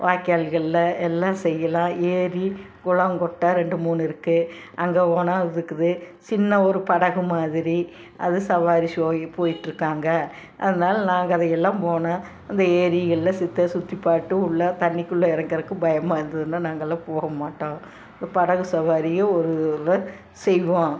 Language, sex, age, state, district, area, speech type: Tamil, female, 60+, Tamil Nadu, Tiruppur, rural, spontaneous